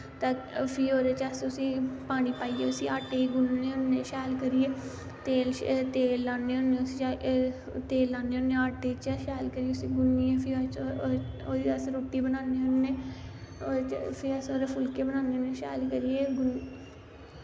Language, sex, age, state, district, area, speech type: Dogri, female, 18-30, Jammu and Kashmir, Samba, rural, spontaneous